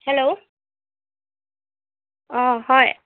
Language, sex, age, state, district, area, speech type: Assamese, female, 30-45, Assam, Lakhimpur, rural, conversation